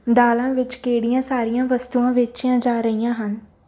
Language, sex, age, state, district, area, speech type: Punjabi, female, 18-30, Punjab, Mansa, rural, read